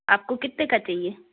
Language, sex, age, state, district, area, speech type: Hindi, female, 60+, Madhya Pradesh, Betul, urban, conversation